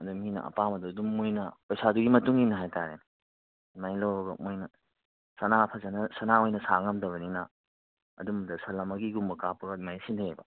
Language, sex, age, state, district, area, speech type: Manipuri, male, 30-45, Manipur, Kangpokpi, urban, conversation